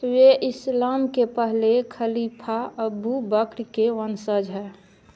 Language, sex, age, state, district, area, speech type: Hindi, female, 60+, Bihar, Madhepura, urban, read